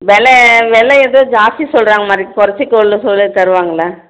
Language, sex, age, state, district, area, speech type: Tamil, female, 60+, Tamil Nadu, Krishnagiri, rural, conversation